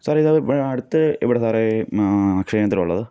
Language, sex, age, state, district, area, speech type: Malayalam, male, 30-45, Kerala, Pathanamthitta, rural, spontaneous